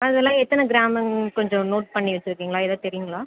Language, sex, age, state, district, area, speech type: Tamil, female, 18-30, Tamil Nadu, Cuddalore, urban, conversation